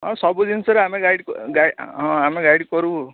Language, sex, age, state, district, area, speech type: Odia, male, 45-60, Odisha, Sundergarh, rural, conversation